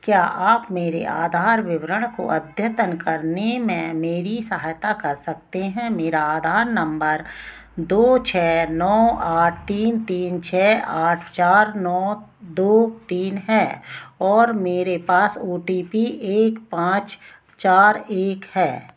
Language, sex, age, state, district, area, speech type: Hindi, female, 45-60, Madhya Pradesh, Narsinghpur, rural, read